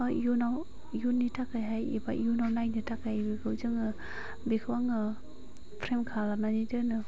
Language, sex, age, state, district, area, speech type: Bodo, female, 45-60, Assam, Chirang, urban, spontaneous